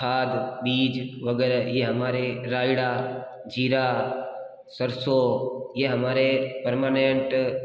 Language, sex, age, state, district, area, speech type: Hindi, male, 60+, Rajasthan, Jodhpur, urban, spontaneous